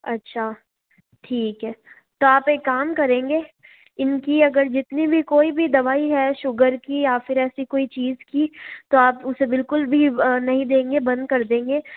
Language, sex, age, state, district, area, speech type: Hindi, female, 18-30, Rajasthan, Jodhpur, urban, conversation